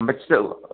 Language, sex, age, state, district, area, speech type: Bodo, male, 30-45, Assam, Kokrajhar, rural, conversation